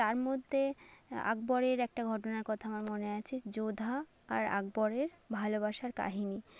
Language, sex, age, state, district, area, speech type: Bengali, female, 30-45, West Bengal, Jhargram, rural, spontaneous